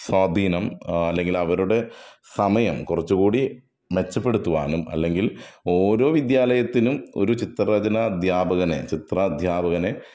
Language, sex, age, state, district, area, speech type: Malayalam, male, 30-45, Kerala, Ernakulam, rural, spontaneous